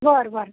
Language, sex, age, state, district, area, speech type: Marathi, female, 45-60, Maharashtra, Kolhapur, urban, conversation